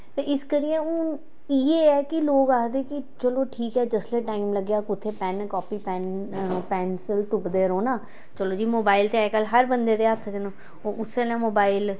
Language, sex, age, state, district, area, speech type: Dogri, female, 45-60, Jammu and Kashmir, Jammu, urban, spontaneous